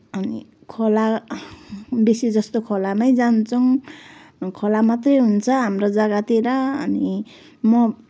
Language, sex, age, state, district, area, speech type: Nepali, female, 45-60, West Bengal, Kalimpong, rural, spontaneous